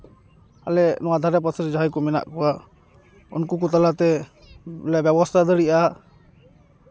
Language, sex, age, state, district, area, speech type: Santali, male, 30-45, West Bengal, Paschim Bardhaman, rural, spontaneous